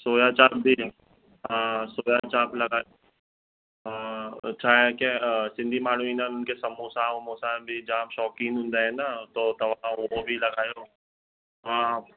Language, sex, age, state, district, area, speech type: Sindhi, male, 18-30, Maharashtra, Mumbai Suburban, urban, conversation